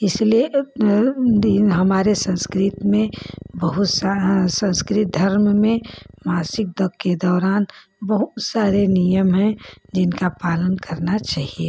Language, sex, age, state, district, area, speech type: Hindi, female, 30-45, Uttar Pradesh, Ghazipur, rural, spontaneous